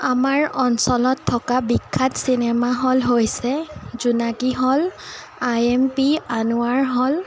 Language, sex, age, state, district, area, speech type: Assamese, female, 18-30, Assam, Sonitpur, rural, spontaneous